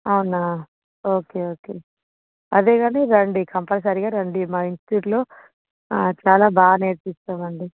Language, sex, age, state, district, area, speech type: Telugu, female, 45-60, Andhra Pradesh, Visakhapatnam, urban, conversation